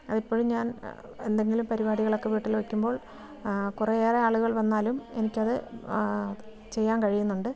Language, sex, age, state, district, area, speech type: Malayalam, female, 45-60, Kerala, Kasaragod, urban, spontaneous